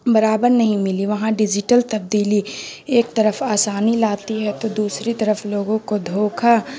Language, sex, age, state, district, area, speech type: Urdu, female, 18-30, Bihar, Gaya, urban, spontaneous